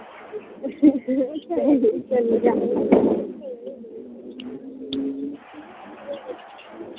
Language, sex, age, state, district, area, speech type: Dogri, female, 18-30, Jammu and Kashmir, Udhampur, rural, conversation